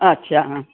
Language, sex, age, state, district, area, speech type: Dogri, female, 60+, Jammu and Kashmir, Reasi, urban, conversation